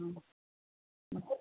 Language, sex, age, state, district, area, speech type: Kannada, female, 30-45, Karnataka, Chitradurga, rural, conversation